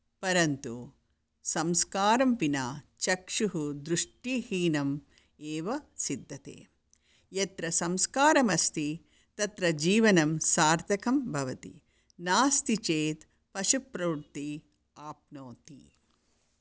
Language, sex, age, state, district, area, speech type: Sanskrit, female, 60+, Karnataka, Bangalore Urban, urban, spontaneous